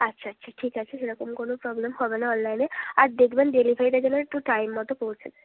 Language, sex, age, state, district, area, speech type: Bengali, female, 30-45, West Bengal, Bankura, urban, conversation